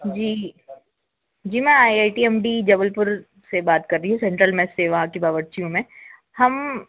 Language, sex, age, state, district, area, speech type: Hindi, female, 30-45, Madhya Pradesh, Jabalpur, urban, conversation